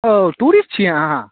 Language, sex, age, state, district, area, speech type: Maithili, male, 18-30, Bihar, Samastipur, rural, conversation